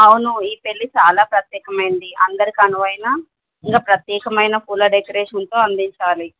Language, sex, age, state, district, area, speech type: Telugu, female, 45-60, Telangana, Medchal, urban, conversation